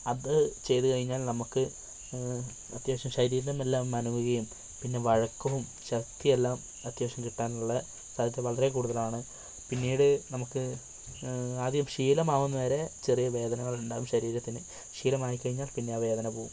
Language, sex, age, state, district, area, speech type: Malayalam, female, 18-30, Kerala, Wayanad, rural, spontaneous